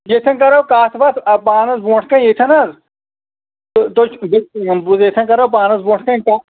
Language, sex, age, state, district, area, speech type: Kashmiri, male, 30-45, Jammu and Kashmir, Anantnag, rural, conversation